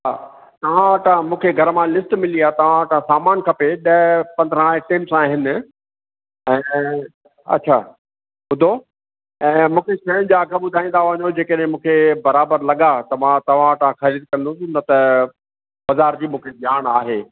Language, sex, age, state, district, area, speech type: Sindhi, male, 60+, Maharashtra, Thane, urban, conversation